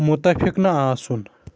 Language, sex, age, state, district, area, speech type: Kashmiri, male, 18-30, Jammu and Kashmir, Shopian, rural, read